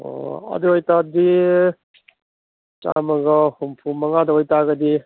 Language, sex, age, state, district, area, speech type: Manipuri, male, 45-60, Manipur, Kangpokpi, urban, conversation